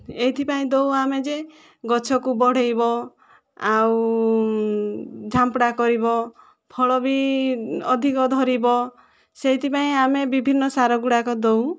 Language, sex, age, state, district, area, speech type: Odia, female, 18-30, Odisha, Kandhamal, rural, spontaneous